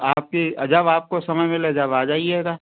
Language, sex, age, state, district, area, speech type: Hindi, male, 45-60, Madhya Pradesh, Gwalior, urban, conversation